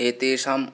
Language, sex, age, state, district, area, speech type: Sanskrit, male, 18-30, West Bengal, Paschim Medinipur, rural, spontaneous